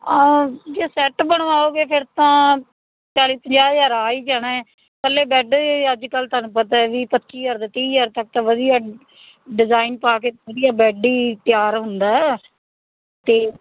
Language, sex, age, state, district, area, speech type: Punjabi, female, 30-45, Punjab, Fazilka, rural, conversation